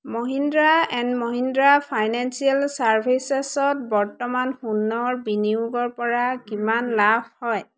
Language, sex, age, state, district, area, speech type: Assamese, female, 30-45, Assam, Dhemaji, rural, read